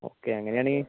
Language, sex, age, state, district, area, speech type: Malayalam, male, 30-45, Kerala, Palakkad, rural, conversation